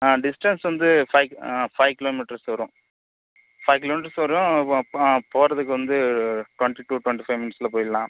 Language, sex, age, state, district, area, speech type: Tamil, male, 30-45, Tamil Nadu, Cuddalore, rural, conversation